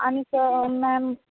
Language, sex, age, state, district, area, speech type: Marathi, female, 18-30, Maharashtra, Sindhudurg, rural, conversation